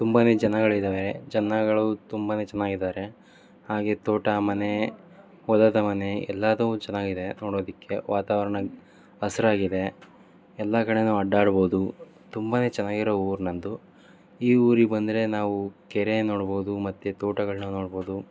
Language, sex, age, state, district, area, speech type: Kannada, male, 18-30, Karnataka, Davanagere, rural, spontaneous